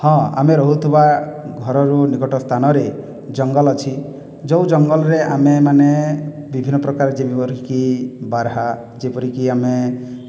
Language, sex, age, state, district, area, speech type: Odia, male, 18-30, Odisha, Boudh, rural, spontaneous